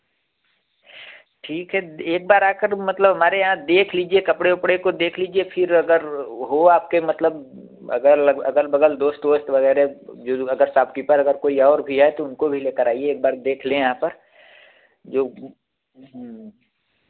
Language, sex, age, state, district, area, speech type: Hindi, male, 18-30, Uttar Pradesh, Varanasi, urban, conversation